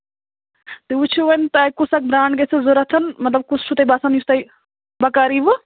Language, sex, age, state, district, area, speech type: Kashmiri, female, 30-45, Jammu and Kashmir, Anantnag, rural, conversation